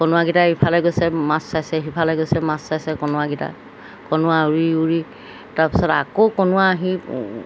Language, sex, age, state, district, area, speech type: Assamese, female, 60+, Assam, Golaghat, urban, spontaneous